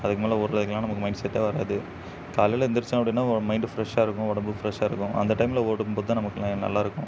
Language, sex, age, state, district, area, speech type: Tamil, male, 18-30, Tamil Nadu, Namakkal, rural, spontaneous